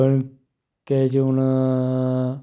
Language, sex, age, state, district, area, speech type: Dogri, male, 30-45, Jammu and Kashmir, Udhampur, rural, spontaneous